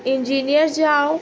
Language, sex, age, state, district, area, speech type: Urdu, female, 18-30, Bihar, Gaya, rural, spontaneous